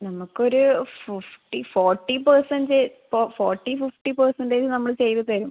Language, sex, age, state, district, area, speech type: Malayalam, female, 18-30, Kerala, Malappuram, rural, conversation